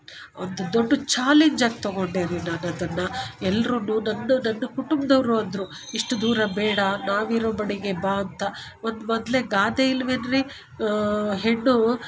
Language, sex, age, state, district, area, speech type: Kannada, female, 45-60, Karnataka, Bangalore Urban, urban, spontaneous